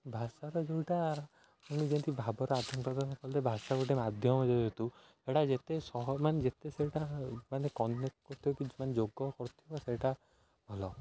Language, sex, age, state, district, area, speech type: Odia, male, 18-30, Odisha, Jagatsinghpur, rural, spontaneous